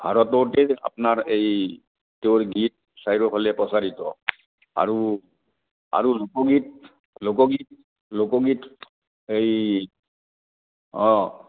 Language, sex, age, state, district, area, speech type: Assamese, male, 60+, Assam, Barpeta, rural, conversation